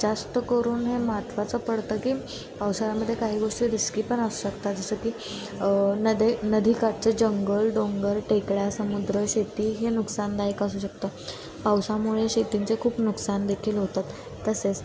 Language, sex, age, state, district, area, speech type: Marathi, female, 18-30, Maharashtra, Satara, rural, spontaneous